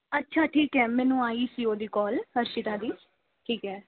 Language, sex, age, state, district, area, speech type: Punjabi, female, 18-30, Punjab, Mansa, urban, conversation